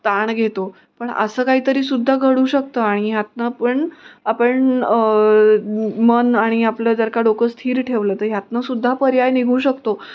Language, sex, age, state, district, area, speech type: Marathi, female, 30-45, Maharashtra, Nanded, rural, spontaneous